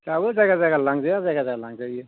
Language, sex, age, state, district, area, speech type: Bodo, male, 45-60, Assam, Chirang, urban, conversation